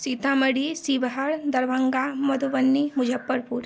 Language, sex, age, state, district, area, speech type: Maithili, female, 18-30, Bihar, Sitamarhi, urban, spontaneous